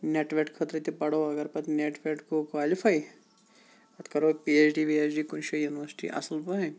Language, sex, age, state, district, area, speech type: Kashmiri, male, 45-60, Jammu and Kashmir, Shopian, urban, spontaneous